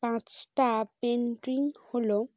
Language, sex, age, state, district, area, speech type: Bengali, female, 18-30, West Bengal, North 24 Parganas, urban, spontaneous